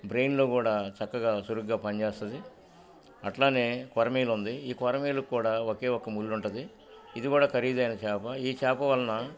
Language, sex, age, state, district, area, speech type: Telugu, male, 60+, Andhra Pradesh, Guntur, urban, spontaneous